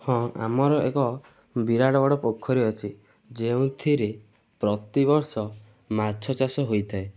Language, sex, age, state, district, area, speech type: Odia, male, 18-30, Odisha, Kendujhar, urban, spontaneous